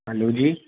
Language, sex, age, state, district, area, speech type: Hindi, male, 18-30, Rajasthan, Karauli, rural, conversation